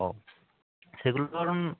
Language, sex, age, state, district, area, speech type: Bengali, male, 30-45, West Bengal, Nadia, rural, conversation